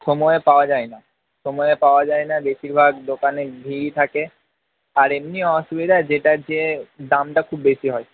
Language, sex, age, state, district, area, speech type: Bengali, male, 30-45, West Bengal, Purba Bardhaman, urban, conversation